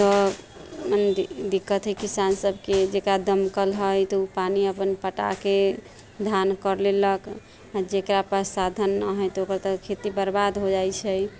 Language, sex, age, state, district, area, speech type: Maithili, female, 30-45, Bihar, Sitamarhi, rural, spontaneous